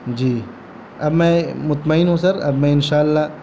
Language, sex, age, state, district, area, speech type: Urdu, male, 30-45, Bihar, Gaya, urban, spontaneous